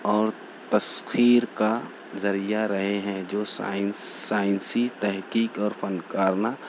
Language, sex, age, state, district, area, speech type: Urdu, male, 30-45, Maharashtra, Nashik, urban, spontaneous